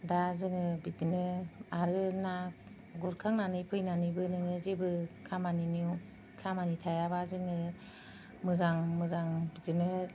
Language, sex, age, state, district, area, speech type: Bodo, female, 45-60, Assam, Kokrajhar, urban, spontaneous